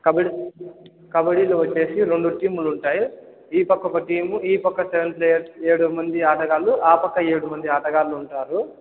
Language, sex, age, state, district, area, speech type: Telugu, male, 18-30, Andhra Pradesh, Chittoor, rural, conversation